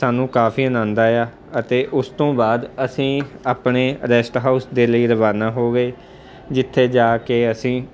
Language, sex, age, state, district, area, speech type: Punjabi, male, 18-30, Punjab, Mansa, urban, spontaneous